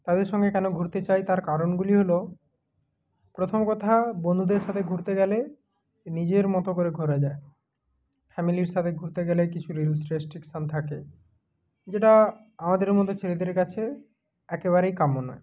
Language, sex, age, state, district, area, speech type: Bengali, male, 30-45, West Bengal, Purba Medinipur, rural, spontaneous